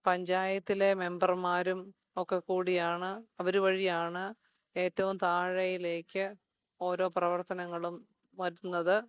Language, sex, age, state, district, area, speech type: Malayalam, female, 45-60, Kerala, Kottayam, urban, spontaneous